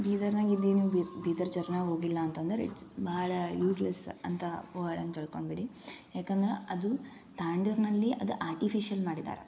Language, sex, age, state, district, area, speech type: Kannada, female, 18-30, Karnataka, Gulbarga, urban, spontaneous